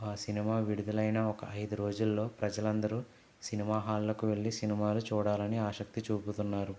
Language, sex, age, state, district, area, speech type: Telugu, male, 60+, Andhra Pradesh, Konaseema, urban, spontaneous